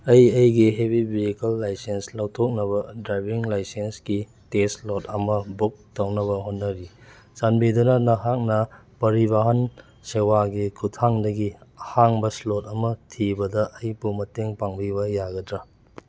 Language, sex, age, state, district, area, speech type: Manipuri, male, 30-45, Manipur, Churachandpur, rural, read